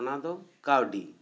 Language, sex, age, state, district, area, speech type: Santali, male, 30-45, West Bengal, Bankura, rural, spontaneous